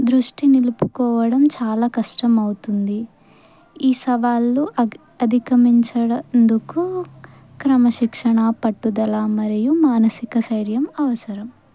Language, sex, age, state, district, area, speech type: Telugu, female, 18-30, Telangana, Sangareddy, rural, spontaneous